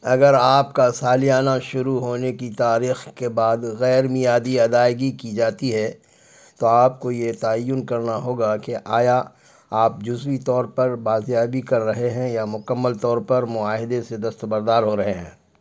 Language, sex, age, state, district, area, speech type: Urdu, male, 60+, Bihar, Khagaria, rural, read